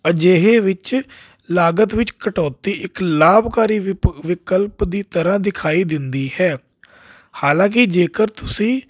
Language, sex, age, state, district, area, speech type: Punjabi, male, 30-45, Punjab, Jalandhar, urban, spontaneous